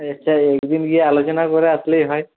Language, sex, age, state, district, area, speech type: Bengali, male, 30-45, West Bengal, Jhargram, rural, conversation